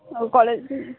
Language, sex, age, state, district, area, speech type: Bengali, female, 45-60, West Bengal, Purba Bardhaman, rural, conversation